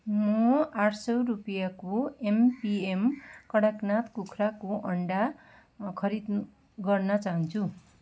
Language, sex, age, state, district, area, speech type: Nepali, female, 45-60, West Bengal, Kalimpong, rural, read